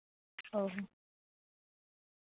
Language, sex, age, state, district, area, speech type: Santali, female, 18-30, Jharkhand, Seraikela Kharsawan, rural, conversation